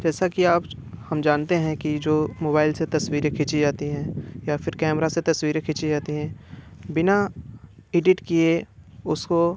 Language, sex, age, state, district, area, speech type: Hindi, male, 18-30, Uttar Pradesh, Bhadohi, urban, spontaneous